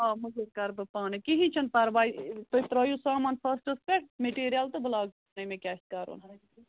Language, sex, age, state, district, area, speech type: Kashmiri, female, 30-45, Jammu and Kashmir, Bandipora, rural, conversation